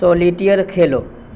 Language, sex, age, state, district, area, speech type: Urdu, male, 18-30, Bihar, Supaul, rural, read